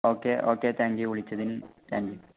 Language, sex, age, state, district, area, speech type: Malayalam, male, 18-30, Kerala, Kozhikode, rural, conversation